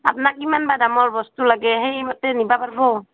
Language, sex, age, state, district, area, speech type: Assamese, female, 30-45, Assam, Barpeta, rural, conversation